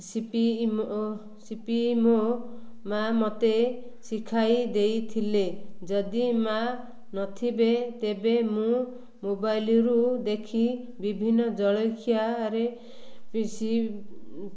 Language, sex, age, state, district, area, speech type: Odia, female, 30-45, Odisha, Ganjam, urban, spontaneous